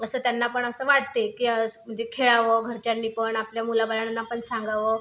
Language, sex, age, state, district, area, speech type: Marathi, female, 30-45, Maharashtra, Buldhana, urban, spontaneous